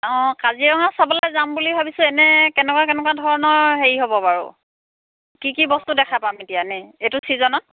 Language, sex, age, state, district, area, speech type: Assamese, female, 60+, Assam, Dhemaji, rural, conversation